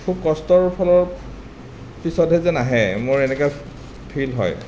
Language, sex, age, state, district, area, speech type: Assamese, male, 30-45, Assam, Nalbari, rural, spontaneous